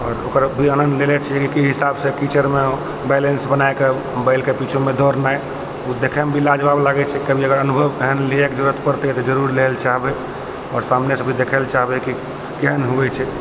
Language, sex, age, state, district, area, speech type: Maithili, male, 30-45, Bihar, Purnia, rural, spontaneous